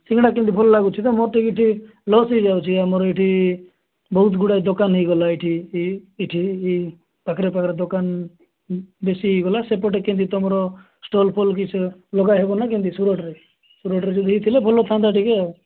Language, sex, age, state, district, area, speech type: Odia, male, 30-45, Odisha, Nabarangpur, urban, conversation